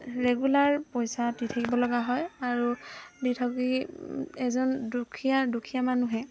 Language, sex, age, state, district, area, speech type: Assamese, female, 18-30, Assam, Dhemaji, urban, spontaneous